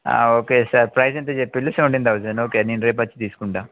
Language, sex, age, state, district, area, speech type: Telugu, male, 18-30, Telangana, Yadadri Bhuvanagiri, urban, conversation